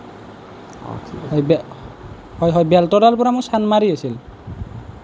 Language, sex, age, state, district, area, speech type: Assamese, male, 18-30, Assam, Nalbari, rural, spontaneous